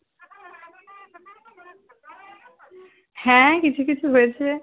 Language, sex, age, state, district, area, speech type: Bengali, female, 18-30, West Bengal, Uttar Dinajpur, urban, conversation